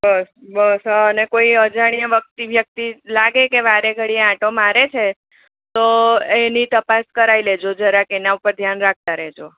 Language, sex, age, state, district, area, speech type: Gujarati, female, 30-45, Gujarat, Kheda, urban, conversation